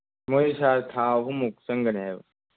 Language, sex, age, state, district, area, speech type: Manipuri, male, 18-30, Manipur, Churachandpur, rural, conversation